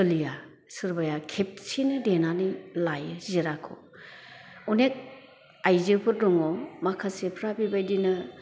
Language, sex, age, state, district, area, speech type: Bodo, female, 60+, Assam, Chirang, rural, spontaneous